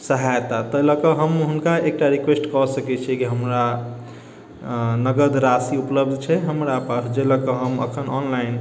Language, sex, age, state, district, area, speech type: Maithili, male, 18-30, Bihar, Sitamarhi, urban, spontaneous